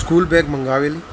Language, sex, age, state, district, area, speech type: Gujarati, male, 45-60, Gujarat, Ahmedabad, urban, spontaneous